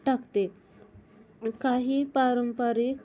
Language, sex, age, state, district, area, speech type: Marathi, female, 18-30, Maharashtra, Osmanabad, rural, spontaneous